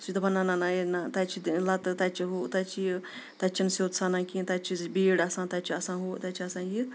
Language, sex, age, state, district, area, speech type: Kashmiri, female, 30-45, Jammu and Kashmir, Kupwara, urban, spontaneous